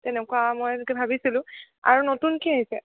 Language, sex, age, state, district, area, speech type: Assamese, female, 18-30, Assam, Sonitpur, rural, conversation